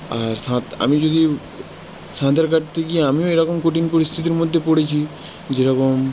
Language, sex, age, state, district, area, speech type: Bengali, male, 18-30, West Bengal, South 24 Parganas, rural, spontaneous